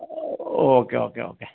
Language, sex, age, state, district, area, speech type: Malayalam, male, 60+, Kerala, Kottayam, rural, conversation